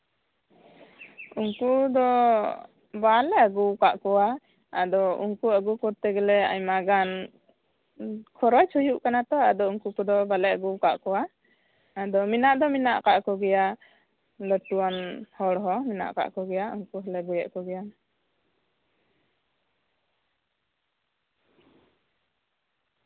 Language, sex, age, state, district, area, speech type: Santali, female, 18-30, West Bengal, Birbhum, rural, conversation